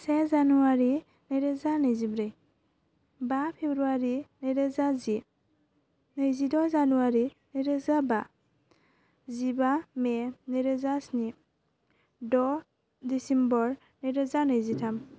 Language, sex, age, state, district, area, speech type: Bodo, female, 18-30, Assam, Baksa, rural, spontaneous